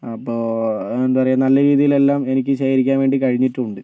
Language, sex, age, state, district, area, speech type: Malayalam, male, 18-30, Kerala, Kozhikode, urban, spontaneous